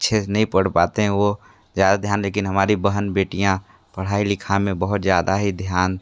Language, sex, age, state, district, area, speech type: Hindi, male, 18-30, Uttar Pradesh, Sonbhadra, rural, spontaneous